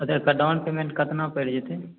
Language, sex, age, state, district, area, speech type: Maithili, male, 18-30, Bihar, Begusarai, urban, conversation